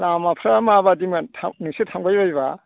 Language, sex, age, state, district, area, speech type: Bodo, male, 60+, Assam, Kokrajhar, urban, conversation